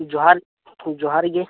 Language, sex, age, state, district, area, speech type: Santali, male, 18-30, West Bengal, Birbhum, rural, conversation